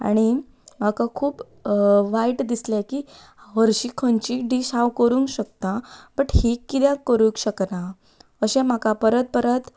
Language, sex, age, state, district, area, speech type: Goan Konkani, female, 18-30, Goa, Quepem, rural, spontaneous